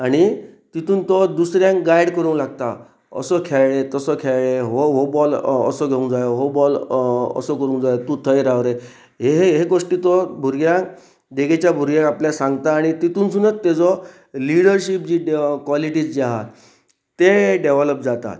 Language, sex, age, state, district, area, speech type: Goan Konkani, male, 45-60, Goa, Pernem, rural, spontaneous